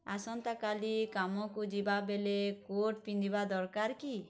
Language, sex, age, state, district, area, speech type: Odia, female, 30-45, Odisha, Bargarh, urban, read